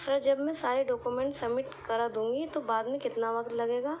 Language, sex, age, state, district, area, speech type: Urdu, female, 18-30, Delhi, East Delhi, urban, spontaneous